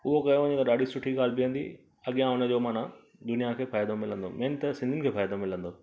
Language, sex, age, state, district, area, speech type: Sindhi, male, 45-60, Gujarat, Surat, urban, spontaneous